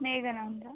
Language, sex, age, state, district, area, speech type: Kannada, female, 60+, Karnataka, Tumkur, rural, conversation